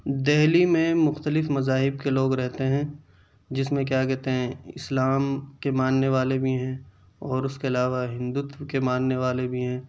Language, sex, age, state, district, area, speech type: Urdu, male, 30-45, Delhi, Central Delhi, urban, spontaneous